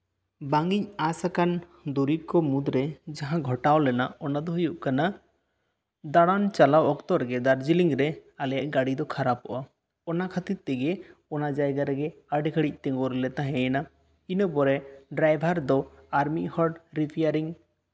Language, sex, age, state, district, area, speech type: Santali, male, 18-30, West Bengal, Bankura, rural, spontaneous